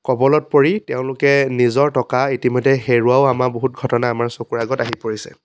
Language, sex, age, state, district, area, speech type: Assamese, male, 18-30, Assam, Dhemaji, rural, spontaneous